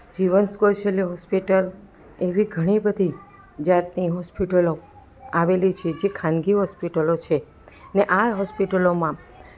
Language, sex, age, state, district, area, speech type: Gujarati, female, 45-60, Gujarat, Ahmedabad, urban, spontaneous